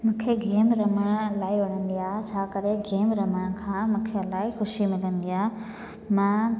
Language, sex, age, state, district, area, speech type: Sindhi, female, 18-30, Gujarat, Junagadh, urban, spontaneous